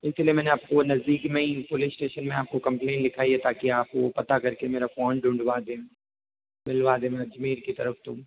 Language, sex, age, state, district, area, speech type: Hindi, male, 30-45, Rajasthan, Jodhpur, urban, conversation